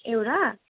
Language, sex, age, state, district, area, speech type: Nepali, female, 30-45, West Bengal, Darjeeling, rural, conversation